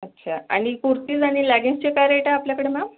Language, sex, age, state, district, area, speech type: Marathi, female, 45-60, Maharashtra, Akola, urban, conversation